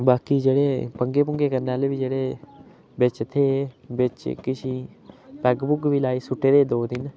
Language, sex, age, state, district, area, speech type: Dogri, male, 18-30, Jammu and Kashmir, Udhampur, rural, spontaneous